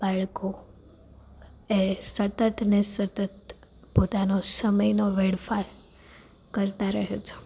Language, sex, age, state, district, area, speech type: Gujarati, female, 18-30, Gujarat, Rajkot, urban, spontaneous